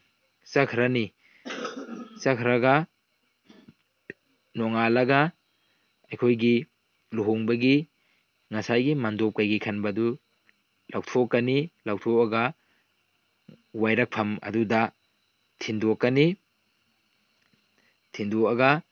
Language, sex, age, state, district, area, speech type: Manipuri, male, 18-30, Manipur, Tengnoupal, rural, spontaneous